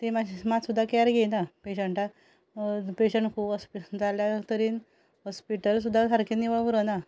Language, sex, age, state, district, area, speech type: Goan Konkani, female, 45-60, Goa, Ponda, rural, spontaneous